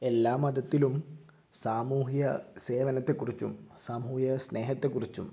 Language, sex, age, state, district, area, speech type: Malayalam, male, 18-30, Kerala, Kozhikode, urban, spontaneous